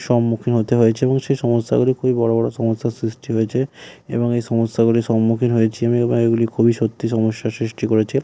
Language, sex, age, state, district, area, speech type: Bengali, male, 30-45, West Bengal, Hooghly, urban, spontaneous